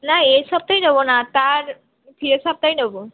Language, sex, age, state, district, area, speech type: Bengali, female, 60+, West Bengal, Purba Bardhaman, rural, conversation